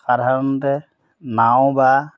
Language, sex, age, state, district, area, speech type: Assamese, male, 45-60, Assam, Majuli, urban, spontaneous